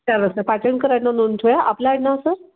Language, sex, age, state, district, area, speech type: Marathi, female, 45-60, Maharashtra, Sangli, urban, conversation